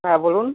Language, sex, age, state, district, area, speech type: Bengali, male, 18-30, West Bengal, South 24 Parganas, urban, conversation